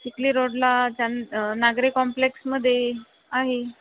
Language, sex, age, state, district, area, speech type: Marathi, female, 30-45, Maharashtra, Buldhana, rural, conversation